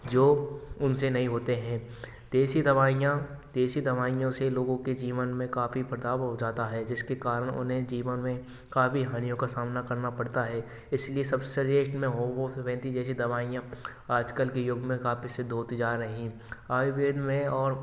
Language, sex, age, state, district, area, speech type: Hindi, male, 18-30, Rajasthan, Bharatpur, rural, spontaneous